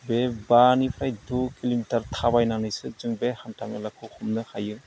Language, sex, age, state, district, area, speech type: Bodo, male, 45-60, Assam, Udalguri, rural, spontaneous